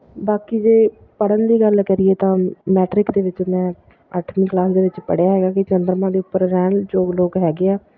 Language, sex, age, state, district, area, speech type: Punjabi, female, 30-45, Punjab, Bathinda, rural, spontaneous